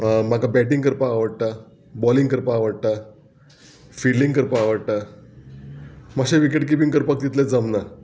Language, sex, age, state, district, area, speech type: Goan Konkani, male, 45-60, Goa, Murmgao, rural, spontaneous